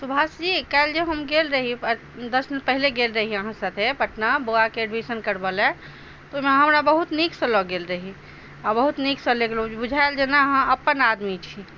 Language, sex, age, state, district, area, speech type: Maithili, female, 60+, Bihar, Madhubani, rural, spontaneous